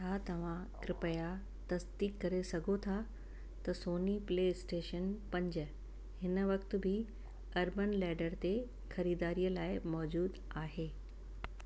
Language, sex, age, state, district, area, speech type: Sindhi, female, 60+, Rajasthan, Ajmer, urban, read